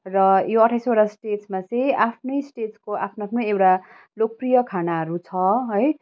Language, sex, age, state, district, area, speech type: Nepali, female, 30-45, West Bengal, Kalimpong, rural, spontaneous